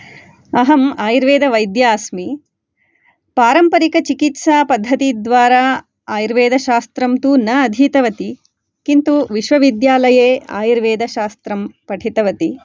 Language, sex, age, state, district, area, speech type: Sanskrit, female, 30-45, Karnataka, Shimoga, rural, spontaneous